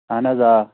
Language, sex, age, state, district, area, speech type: Kashmiri, male, 30-45, Jammu and Kashmir, Anantnag, rural, conversation